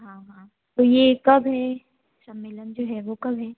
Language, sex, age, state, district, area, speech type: Hindi, female, 18-30, Madhya Pradesh, Betul, rural, conversation